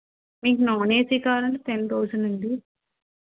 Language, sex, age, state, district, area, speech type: Telugu, female, 30-45, Andhra Pradesh, Vizianagaram, rural, conversation